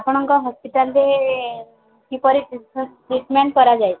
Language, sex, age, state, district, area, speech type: Odia, female, 18-30, Odisha, Subarnapur, urban, conversation